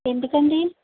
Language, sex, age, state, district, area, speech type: Telugu, male, 45-60, Andhra Pradesh, West Godavari, rural, conversation